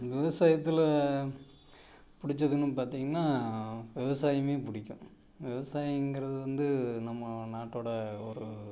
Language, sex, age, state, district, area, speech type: Tamil, male, 45-60, Tamil Nadu, Tiruppur, rural, spontaneous